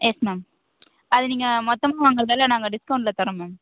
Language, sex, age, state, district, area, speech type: Tamil, female, 18-30, Tamil Nadu, Perambalur, urban, conversation